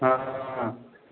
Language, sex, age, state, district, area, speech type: Hindi, male, 30-45, Bihar, Vaishali, urban, conversation